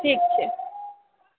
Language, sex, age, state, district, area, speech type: Maithili, female, 18-30, Bihar, Darbhanga, rural, conversation